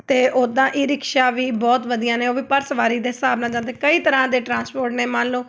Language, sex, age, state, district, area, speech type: Punjabi, female, 30-45, Punjab, Amritsar, urban, spontaneous